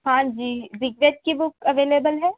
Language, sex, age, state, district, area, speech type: Hindi, female, 18-30, Madhya Pradesh, Balaghat, rural, conversation